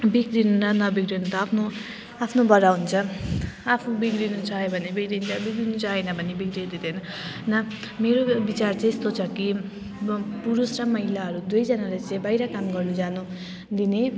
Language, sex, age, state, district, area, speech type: Nepali, female, 18-30, West Bengal, Jalpaiguri, rural, spontaneous